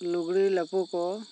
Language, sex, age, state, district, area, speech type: Santali, male, 18-30, West Bengal, Bankura, rural, spontaneous